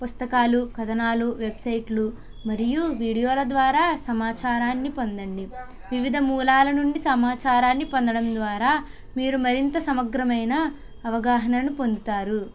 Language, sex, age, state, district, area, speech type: Telugu, male, 45-60, Andhra Pradesh, West Godavari, rural, spontaneous